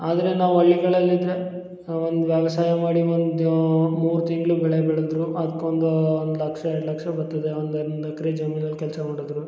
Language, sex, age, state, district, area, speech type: Kannada, male, 18-30, Karnataka, Hassan, rural, spontaneous